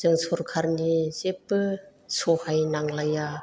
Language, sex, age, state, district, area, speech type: Bodo, female, 45-60, Assam, Chirang, rural, spontaneous